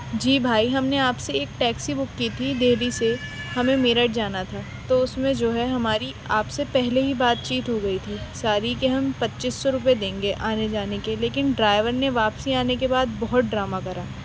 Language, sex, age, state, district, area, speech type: Urdu, female, 18-30, Delhi, East Delhi, urban, spontaneous